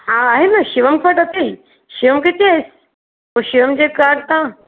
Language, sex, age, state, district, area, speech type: Sindhi, female, 45-60, Maharashtra, Mumbai Suburban, urban, conversation